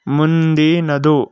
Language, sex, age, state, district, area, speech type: Kannada, male, 45-60, Karnataka, Tumkur, urban, read